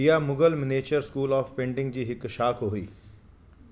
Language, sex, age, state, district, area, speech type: Sindhi, male, 45-60, Delhi, South Delhi, urban, read